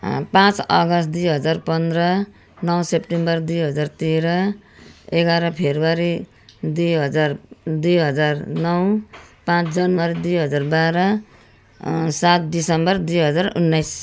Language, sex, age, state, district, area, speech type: Nepali, female, 60+, West Bengal, Darjeeling, urban, spontaneous